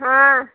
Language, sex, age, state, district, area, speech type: Hindi, female, 45-60, Uttar Pradesh, Ayodhya, rural, conversation